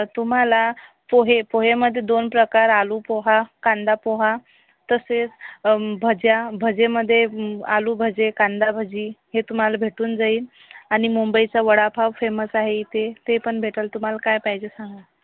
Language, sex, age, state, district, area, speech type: Marathi, female, 30-45, Maharashtra, Amravati, rural, conversation